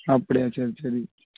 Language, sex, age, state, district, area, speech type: Tamil, male, 30-45, Tamil Nadu, Thoothukudi, rural, conversation